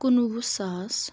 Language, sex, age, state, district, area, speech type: Kashmiri, female, 18-30, Jammu and Kashmir, Pulwama, rural, spontaneous